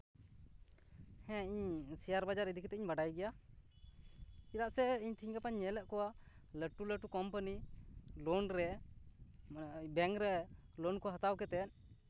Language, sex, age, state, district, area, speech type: Santali, male, 30-45, West Bengal, Purba Bardhaman, rural, spontaneous